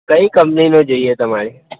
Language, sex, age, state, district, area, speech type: Gujarati, male, 30-45, Gujarat, Aravalli, urban, conversation